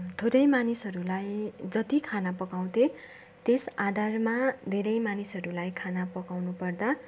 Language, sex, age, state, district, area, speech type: Nepali, female, 18-30, West Bengal, Darjeeling, rural, spontaneous